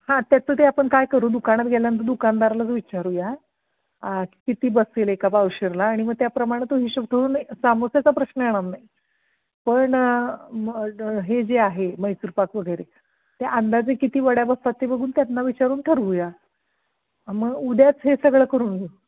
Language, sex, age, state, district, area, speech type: Marathi, female, 45-60, Maharashtra, Satara, urban, conversation